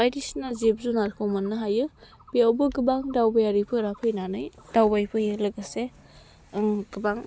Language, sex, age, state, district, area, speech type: Bodo, female, 18-30, Assam, Udalguri, urban, spontaneous